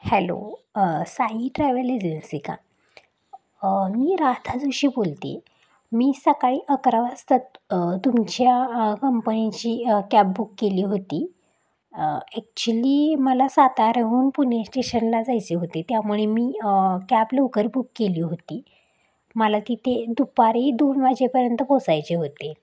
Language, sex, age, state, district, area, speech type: Marathi, female, 18-30, Maharashtra, Satara, urban, spontaneous